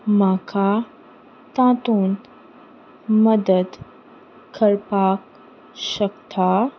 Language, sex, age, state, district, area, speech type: Goan Konkani, female, 18-30, Goa, Salcete, rural, read